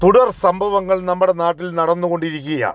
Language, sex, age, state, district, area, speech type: Malayalam, male, 45-60, Kerala, Kollam, rural, spontaneous